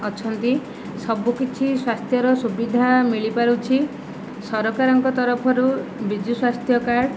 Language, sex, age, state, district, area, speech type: Odia, female, 30-45, Odisha, Nayagarh, rural, spontaneous